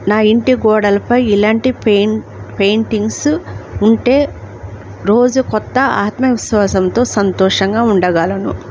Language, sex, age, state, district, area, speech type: Telugu, female, 45-60, Andhra Pradesh, Alluri Sitarama Raju, rural, spontaneous